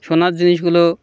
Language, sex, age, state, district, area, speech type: Bengali, male, 30-45, West Bengal, Birbhum, urban, spontaneous